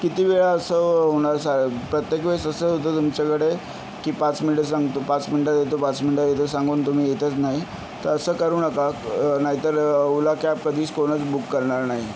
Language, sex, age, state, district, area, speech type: Marathi, male, 45-60, Maharashtra, Yavatmal, urban, spontaneous